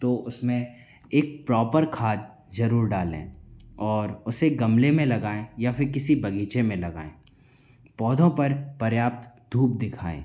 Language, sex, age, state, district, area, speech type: Hindi, male, 45-60, Madhya Pradesh, Bhopal, urban, spontaneous